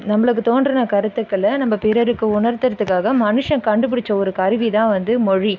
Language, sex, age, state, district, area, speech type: Tamil, female, 30-45, Tamil Nadu, Viluppuram, urban, spontaneous